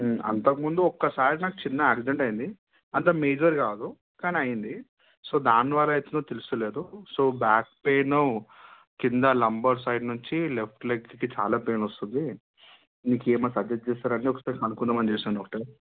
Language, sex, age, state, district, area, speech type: Telugu, male, 18-30, Telangana, Hyderabad, urban, conversation